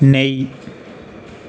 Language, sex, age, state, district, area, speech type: Dogri, male, 30-45, Jammu and Kashmir, Reasi, rural, read